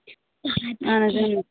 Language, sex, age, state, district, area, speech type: Kashmiri, female, 30-45, Jammu and Kashmir, Bandipora, rural, conversation